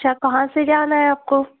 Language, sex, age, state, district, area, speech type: Hindi, female, 30-45, Madhya Pradesh, Gwalior, rural, conversation